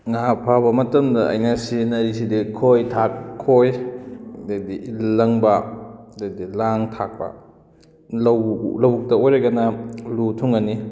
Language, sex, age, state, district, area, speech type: Manipuri, male, 18-30, Manipur, Kakching, rural, spontaneous